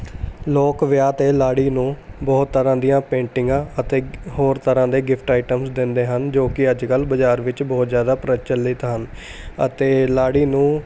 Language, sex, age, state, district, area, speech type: Punjabi, male, 18-30, Punjab, Mohali, urban, spontaneous